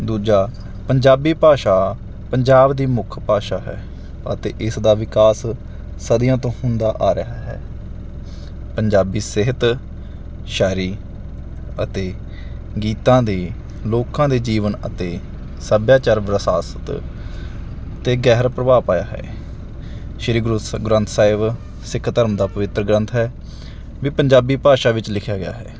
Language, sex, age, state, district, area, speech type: Punjabi, male, 30-45, Punjab, Mansa, urban, spontaneous